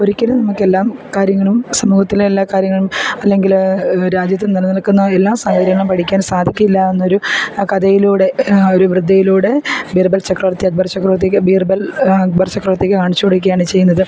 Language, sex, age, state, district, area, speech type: Malayalam, female, 30-45, Kerala, Alappuzha, rural, spontaneous